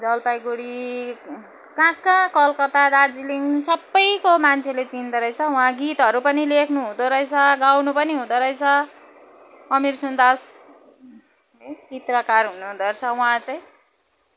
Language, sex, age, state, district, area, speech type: Nepali, female, 45-60, West Bengal, Jalpaiguri, urban, spontaneous